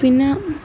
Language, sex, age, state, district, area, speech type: Malayalam, female, 18-30, Kerala, Alappuzha, rural, spontaneous